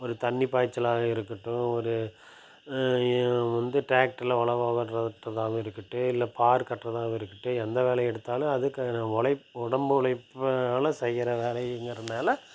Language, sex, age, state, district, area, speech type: Tamil, male, 30-45, Tamil Nadu, Tiruppur, rural, spontaneous